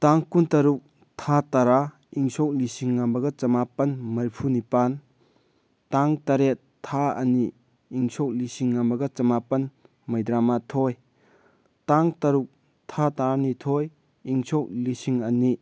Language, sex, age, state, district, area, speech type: Manipuri, male, 30-45, Manipur, Kakching, rural, spontaneous